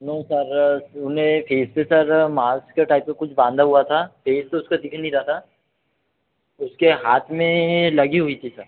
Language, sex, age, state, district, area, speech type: Hindi, male, 18-30, Madhya Pradesh, Betul, urban, conversation